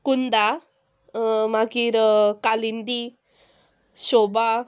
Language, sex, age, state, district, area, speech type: Goan Konkani, female, 18-30, Goa, Murmgao, rural, spontaneous